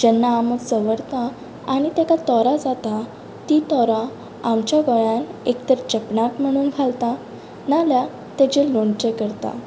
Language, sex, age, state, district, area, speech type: Goan Konkani, female, 18-30, Goa, Ponda, rural, spontaneous